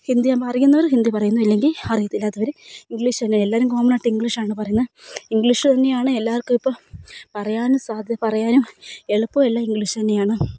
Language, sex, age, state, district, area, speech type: Malayalam, female, 18-30, Kerala, Kozhikode, rural, spontaneous